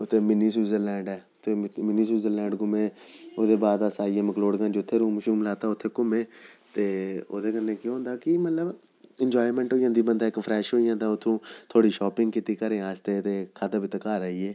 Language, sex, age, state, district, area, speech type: Dogri, male, 30-45, Jammu and Kashmir, Jammu, urban, spontaneous